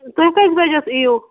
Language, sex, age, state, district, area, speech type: Kashmiri, female, 18-30, Jammu and Kashmir, Bandipora, rural, conversation